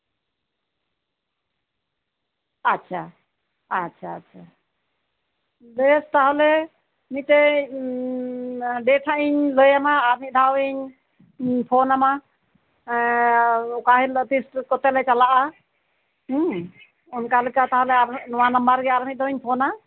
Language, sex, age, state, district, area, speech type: Santali, female, 60+, West Bengal, Birbhum, rural, conversation